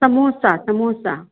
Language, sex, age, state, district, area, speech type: Hindi, female, 45-60, Uttar Pradesh, Sitapur, rural, conversation